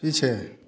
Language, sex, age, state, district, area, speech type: Hindi, male, 45-60, Bihar, Samastipur, rural, read